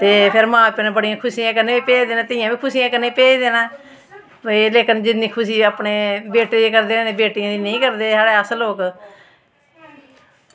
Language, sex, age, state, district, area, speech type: Dogri, female, 45-60, Jammu and Kashmir, Samba, urban, spontaneous